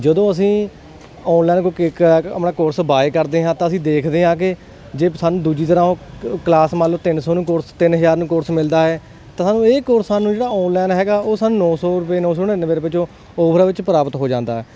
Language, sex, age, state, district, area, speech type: Punjabi, male, 18-30, Punjab, Hoshiarpur, rural, spontaneous